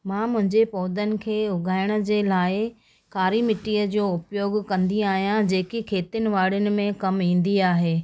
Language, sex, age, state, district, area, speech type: Sindhi, female, 45-60, Gujarat, Kutch, urban, spontaneous